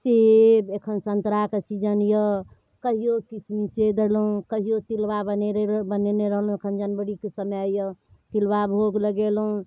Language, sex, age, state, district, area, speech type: Maithili, female, 45-60, Bihar, Darbhanga, rural, spontaneous